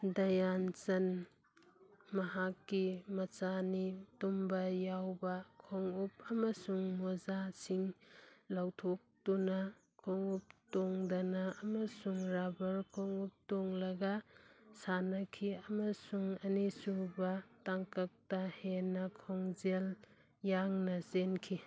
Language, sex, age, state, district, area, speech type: Manipuri, female, 30-45, Manipur, Churachandpur, rural, read